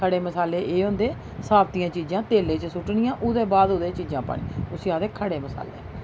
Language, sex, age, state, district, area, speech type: Dogri, female, 45-60, Jammu and Kashmir, Jammu, urban, spontaneous